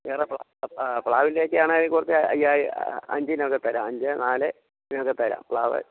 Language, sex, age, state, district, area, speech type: Malayalam, male, 45-60, Kerala, Kottayam, rural, conversation